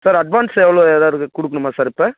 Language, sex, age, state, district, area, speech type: Tamil, female, 18-30, Tamil Nadu, Dharmapuri, urban, conversation